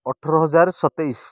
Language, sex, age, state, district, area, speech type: Odia, male, 30-45, Odisha, Kendrapara, urban, spontaneous